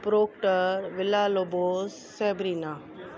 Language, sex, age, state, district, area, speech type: Sindhi, female, 45-60, Gujarat, Kutch, urban, spontaneous